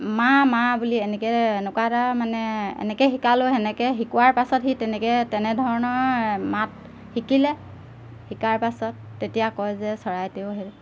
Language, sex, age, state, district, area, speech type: Assamese, female, 30-45, Assam, Golaghat, urban, spontaneous